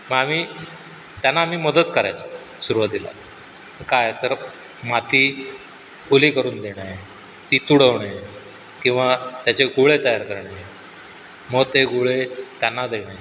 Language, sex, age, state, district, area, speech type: Marathi, male, 60+, Maharashtra, Sindhudurg, rural, spontaneous